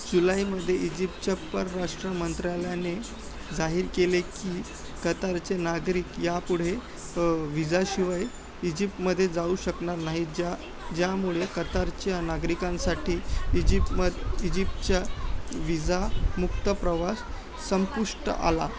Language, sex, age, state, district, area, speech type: Marathi, male, 18-30, Maharashtra, Thane, urban, read